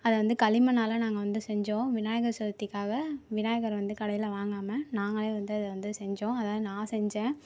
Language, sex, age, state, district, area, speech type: Tamil, female, 18-30, Tamil Nadu, Mayiladuthurai, rural, spontaneous